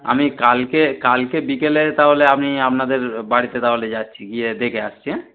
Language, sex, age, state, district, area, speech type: Bengali, male, 30-45, West Bengal, Darjeeling, rural, conversation